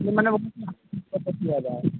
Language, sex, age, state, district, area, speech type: Hindi, male, 60+, Madhya Pradesh, Balaghat, rural, conversation